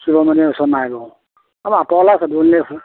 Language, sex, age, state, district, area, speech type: Assamese, male, 30-45, Assam, Majuli, urban, conversation